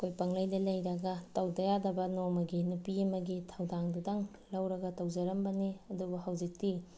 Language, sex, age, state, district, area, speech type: Manipuri, female, 30-45, Manipur, Bishnupur, rural, spontaneous